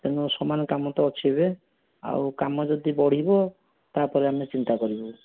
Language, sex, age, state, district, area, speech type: Odia, male, 60+, Odisha, Jajpur, rural, conversation